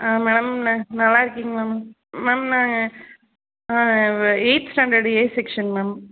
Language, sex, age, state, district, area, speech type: Tamil, female, 30-45, Tamil Nadu, Salem, urban, conversation